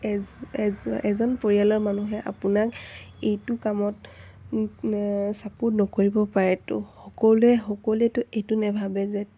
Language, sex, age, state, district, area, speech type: Assamese, female, 18-30, Assam, Dibrugarh, rural, spontaneous